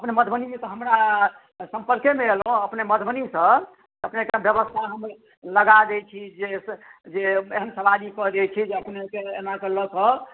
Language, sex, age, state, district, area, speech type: Maithili, male, 60+, Bihar, Madhubani, urban, conversation